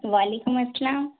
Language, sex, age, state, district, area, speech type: Urdu, female, 18-30, Bihar, Khagaria, rural, conversation